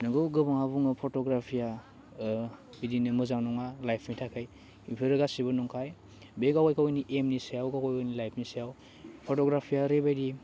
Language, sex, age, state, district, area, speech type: Bodo, male, 18-30, Assam, Udalguri, urban, spontaneous